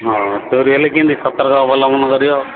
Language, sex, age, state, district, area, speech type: Odia, male, 60+, Odisha, Sundergarh, urban, conversation